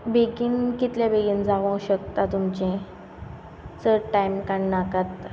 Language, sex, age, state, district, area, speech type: Goan Konkani, female, 18-30, Goa, Quepem, rural, spontaneous